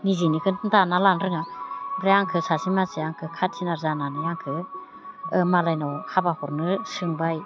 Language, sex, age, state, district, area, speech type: Bodo, female, 60+, Assam, Baksa, rural, spontaneous